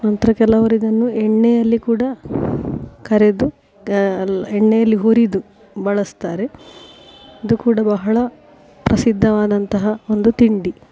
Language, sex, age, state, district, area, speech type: Kannada, female, 45-60, Karnataka, Dakshina Kannada, rural, spontaneous